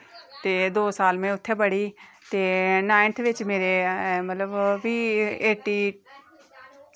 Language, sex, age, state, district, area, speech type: Dogri, female, 30-45, Jammu and Kashmir, Reasi, rural, spontaneous